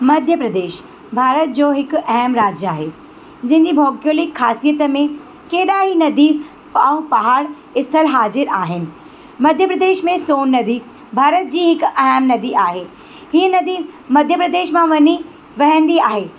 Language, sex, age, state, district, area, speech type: Sindhi, female, 30-45, Madhya Pradesh, Katni, urban, spontaneous